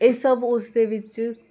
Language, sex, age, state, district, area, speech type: Punjabi, female, 18-30, Punjab, Jalandhar, urban, spontaneous